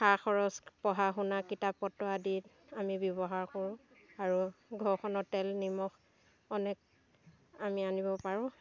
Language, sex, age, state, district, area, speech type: Assamese, female, 60+, Assam, Dhemaji, rural, spontaneous